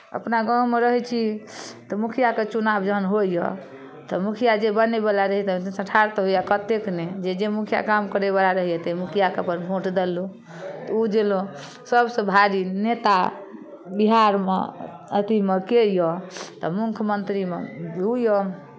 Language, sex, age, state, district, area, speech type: Maithili, female, 45-60, Bihar, Darbhanga, urban, spontaneous